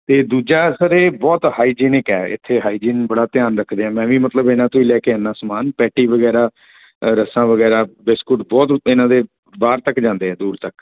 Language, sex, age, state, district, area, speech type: Punjabi, male, 45-60, Punjab, Patiala, urban, conversation